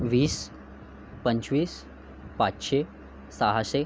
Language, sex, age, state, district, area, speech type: Marathi, male, 18-30, Maharashtra, Nagpur, urban, spontaneous